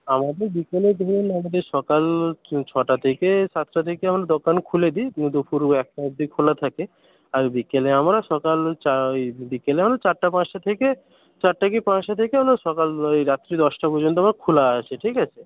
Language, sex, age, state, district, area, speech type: Bengali, male, 18-30, West Bengal, Paschim Medinipur, rural, conversation